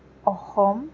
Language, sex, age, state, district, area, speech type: Assamese, female, 30-45, Assam, Jorhat, urban, spontaneous